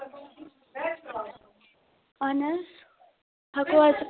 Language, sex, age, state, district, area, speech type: Kashmiri, female, 18-30, Jammu and Kashmir, Budgam, rural, conversation